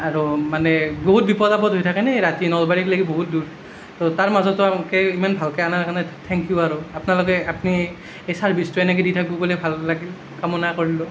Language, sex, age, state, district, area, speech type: Assamese, male, 18-30, Assam, Nalbari, rural, spontaneous